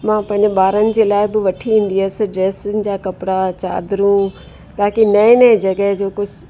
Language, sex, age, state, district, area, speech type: Sindhi, female, 60+, Uttar Pradesh, Lucknow, rural, spontaneous